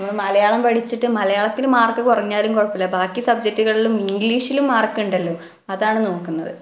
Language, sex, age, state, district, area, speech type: Malayalam, female, 18-30, Kerala, Malappuram, rural, spontaneous